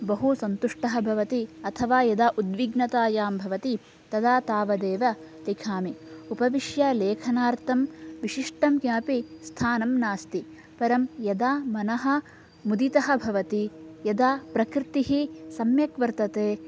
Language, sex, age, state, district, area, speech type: Sanskrit, female, 18-30, Karnataka, Bagalkot, rural, spontaneous